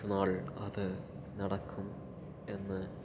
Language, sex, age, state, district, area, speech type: Malayalam, male, 18-30, Kerala, Palakkad, rural, spontaneous